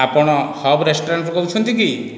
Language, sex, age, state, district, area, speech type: Odia, male, 60+, Odisha, Khordha, rural, spontaneous